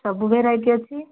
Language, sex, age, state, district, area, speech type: Odia, female, 60+, Odisha, Jharsuguda, rural, conversation